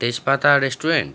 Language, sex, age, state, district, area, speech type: Bengali, male, 30-45, West Bengal, Howrah, urban, spontaneous